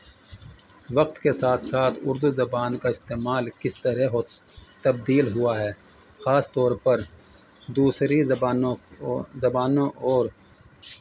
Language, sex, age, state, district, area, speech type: Urdu, male, 45-60, Uttar Pradesh, Muzaffarnagar, urban, spontaneous